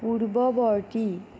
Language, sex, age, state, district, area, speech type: Assamese, female, 45-60, Assam, Nagaon, rural, read